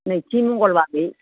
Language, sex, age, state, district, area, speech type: Bodo, female, 60+, Assam, Baksa, urban, conversation